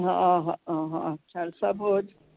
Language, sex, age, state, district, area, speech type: Sindhi, female, 60+, Uttar Pradesh, Lucknow, rural, conversation